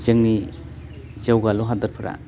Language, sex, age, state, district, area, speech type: Bodo, male, 30-45, Assam, Baksa, rural, spontaneous